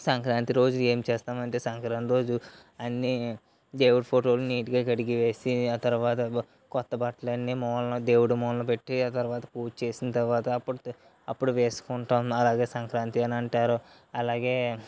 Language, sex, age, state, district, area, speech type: Telugu, male, 45-60, Andhra Pradesh, Kakinada, urban, spontaneous